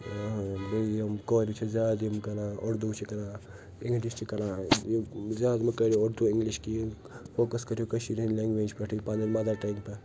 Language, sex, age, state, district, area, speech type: Kashmiri, male, 18-30, Jammu and Kashmir, Srinagar, urban, spontaneous